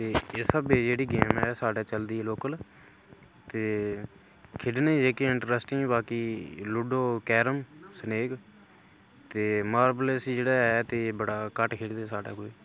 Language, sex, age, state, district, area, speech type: Dogri, male, 30-45, Jammu and Kashmir, Udhampur, rural, spontaneous